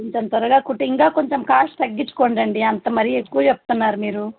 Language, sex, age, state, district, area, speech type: Telugu, female, 30-45, Andhra Pradesh, Chittoor, rural, conversation